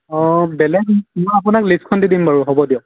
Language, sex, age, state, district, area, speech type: Assamese, male, 18-30, Assam, Morigaon, rural, conversation